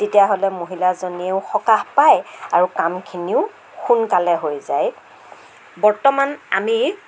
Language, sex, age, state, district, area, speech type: Assamese, female, 60+, Assam, Darrang, rural, spontaneous